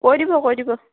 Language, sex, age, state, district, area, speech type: Assamese, female, 18-30, Assam, Dhemaji, rural, conversation